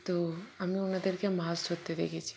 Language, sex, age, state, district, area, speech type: Bengali, female, 45-60, West Bengal, Purba Bardhaman, urban, spontaneous